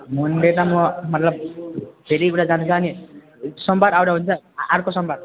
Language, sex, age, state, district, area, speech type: Nepali, male, 18-30, West Bengal, Alipurduar, urban, conversation